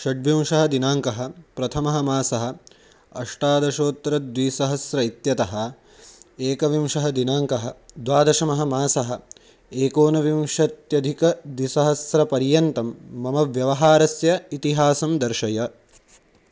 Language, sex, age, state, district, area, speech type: Sanskrit, male, 18-30, Maharashtra, Nashik, urban, read